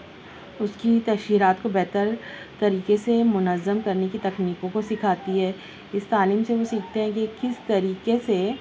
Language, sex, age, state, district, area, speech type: Urdu, female, 30-45, Maharashtra, Nashik, urban, spontaneous